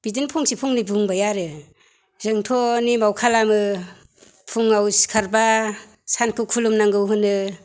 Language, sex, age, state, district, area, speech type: Bodo, female, 45-60, Assam, Chirang, rural, spontaneous